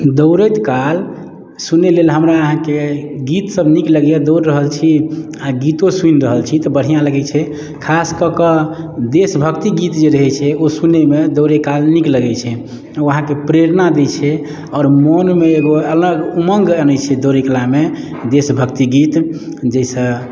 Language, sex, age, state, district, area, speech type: Maithili, male, 30-45, Bihar, Madhubani, rural, spontaneous